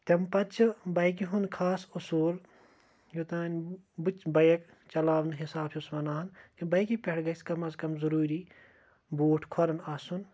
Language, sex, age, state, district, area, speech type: Kashmiri, male, 18-30, Jammu and Kashmir, Kupwara, rural, spontaneous